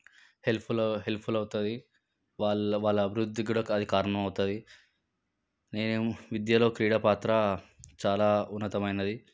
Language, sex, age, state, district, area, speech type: Telugu, male, 18-30, Telangana, Nalgonda, urban, spontaneous